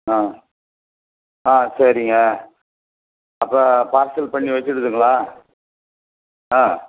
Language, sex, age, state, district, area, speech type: Tamil, male, 60+, Tamil Nadu, Viluppuram, rural, conversation